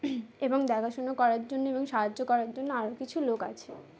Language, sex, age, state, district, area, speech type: Bengali, female, 18-30, West Bengal, Uttar Dinajpur, urban, spontaneous